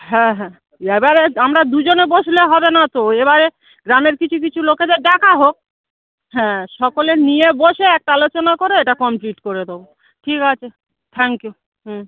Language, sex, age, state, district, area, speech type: Bengali, female, 45-60, West Bengal, South 24 Parganas, rural, conversation